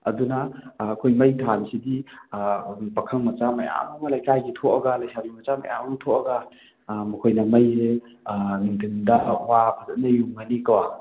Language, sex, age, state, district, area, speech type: Manipuri, male, 45-60, Manipur, Imphal East, urban, conversation